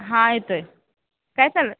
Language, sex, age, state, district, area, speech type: Marathi, female, 18-30, Maharashtra, Satara, rural, conversation